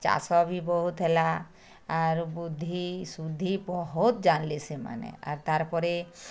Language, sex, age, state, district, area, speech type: Odia, female, 60+, Odisha, Bargarh, rural, spontaneous